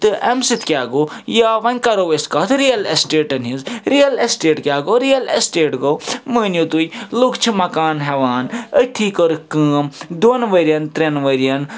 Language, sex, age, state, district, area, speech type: Kashmiri, male, 30-45, Jammu and Kashmir, Srinagar, urban, spontaneous